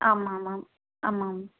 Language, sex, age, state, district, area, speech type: Tamil, female, 18-30, Tamil Nadu, Krishnagiri, rural, conversation